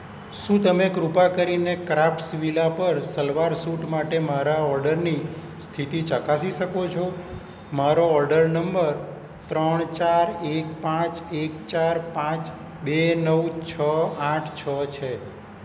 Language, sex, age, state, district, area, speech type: Gujarati, male, 60+, Gujarat, Surat, urban, read